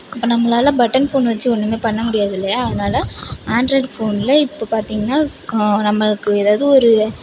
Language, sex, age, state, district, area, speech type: Tamil, female, 18-30, Tamil Nadu, Mayiladuthurai, rural, spontaneous